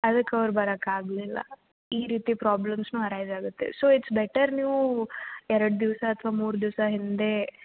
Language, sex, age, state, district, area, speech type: Kannada, female, 18-30, Karnataka, Gulbarga, urban, conversation